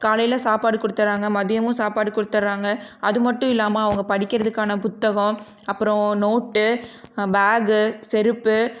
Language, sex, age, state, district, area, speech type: Tamil, female, 18-30, Tamil Nadu, Erode, rural, spontaneous